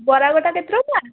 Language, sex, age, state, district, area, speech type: Odia, female, 18-30, Odisha, Kendujhar, urban, conversation